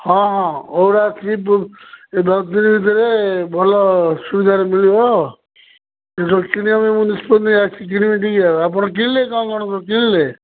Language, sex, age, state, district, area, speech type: Odia, male, 60+, Odisha, Gajapati, rural, conversation